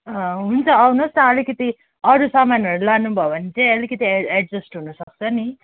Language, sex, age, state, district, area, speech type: Nepali, female, 30-45, West Bengal, Kalimpong, rural, conversation